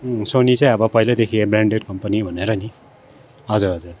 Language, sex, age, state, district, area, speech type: Nepali, male, 45-60, West Bengal, Darjeeling, rural, spontaneous